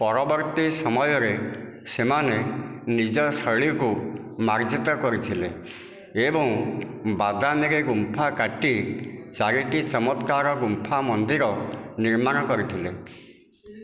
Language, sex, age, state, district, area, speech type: Odia, male, 60+, Odisha, Nayagarh, rural, read